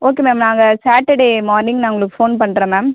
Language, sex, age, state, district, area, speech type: Tamil, female, 18-30, Tamil Nadu, Viluppuram, urban, conversation